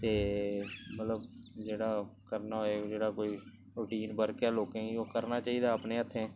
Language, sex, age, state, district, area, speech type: Dogri, male, 30-45, Jammu and Kashmir, Samba, rural, spontaneous